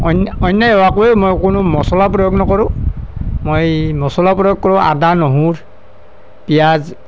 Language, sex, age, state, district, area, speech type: Assamese, male, 45-60, Assam, Nalbari, rural, spontaneous